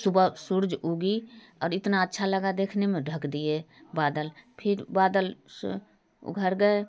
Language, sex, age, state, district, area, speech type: Hindi, female, 45-60, Bihar, Darbhanga, rural, spontaneous